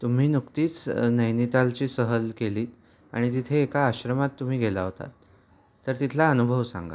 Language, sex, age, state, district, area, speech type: Marathi, female, 60+, Maharashtra, Pune, urban, spontaneous